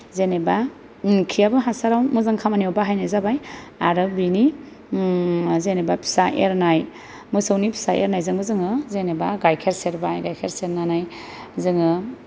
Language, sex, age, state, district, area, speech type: Bodo, female, 30-45, Assam, Kokrajhar, rural, spontaneous